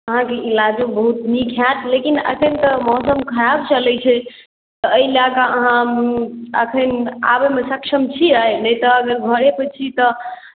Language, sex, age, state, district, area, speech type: Maithili, female, 18-30, Bihar, Darbhanga, rural, conversation